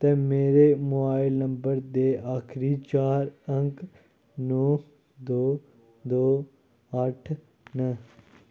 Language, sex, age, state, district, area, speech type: Dogri, male, 30-45, Jammu and Kashmir, Kathua, rural, read